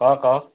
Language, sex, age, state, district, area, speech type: Odia, male, 18-30, Odisha, Bargarh, urban, conversation